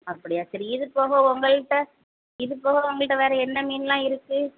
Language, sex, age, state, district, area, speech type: Tamil, female, 30-45, Tamil Nadu, Thoothukudi, rural, conversation